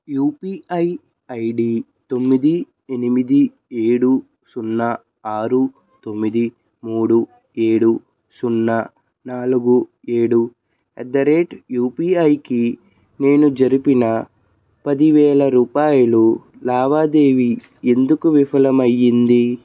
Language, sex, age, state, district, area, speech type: Telugu, male, 45-60, Andhra Pradesh, Krishna, urban, read